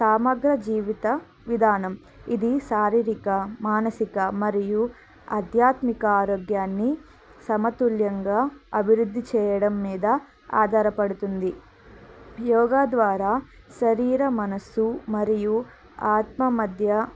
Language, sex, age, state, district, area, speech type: Telugu, female, 18-30, Andhra Pradesh, Annamaya, rural, spontaneous